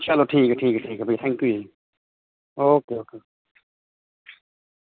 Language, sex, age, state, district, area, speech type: Dogri, male, 60+, Jammu and Kashmir, Reasi, rural, conversation